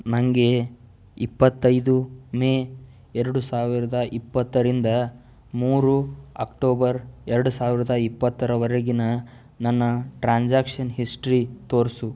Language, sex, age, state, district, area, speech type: Kannada, male, 18-30, Karnataka, Tumkur, rural, read